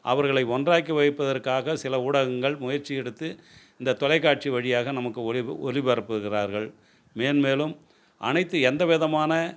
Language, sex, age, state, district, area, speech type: Tamil, male, 60+, Tamil Nadu, Tiruvannamalai, urban, spontaneous